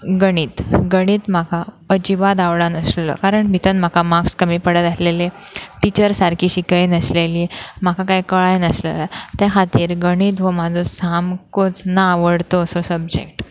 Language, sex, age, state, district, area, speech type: Goan Konkani, female, 18-30, Goa, Pernem, rural, spontaneous